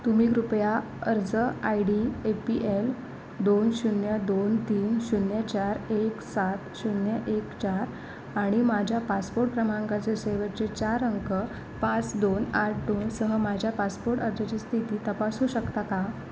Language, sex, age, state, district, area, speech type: Marathi, female, 18-30, Maharashtra, Sindhudurg, rural, read